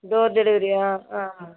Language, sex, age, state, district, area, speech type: Tamil, female, 60+, Tamil Nadu, Viluppuram, rural, conversation